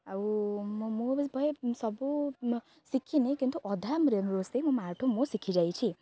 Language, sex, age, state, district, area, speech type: Odia, female, 18-30, Odisha, Jagatsinghpur, rural, spontaneous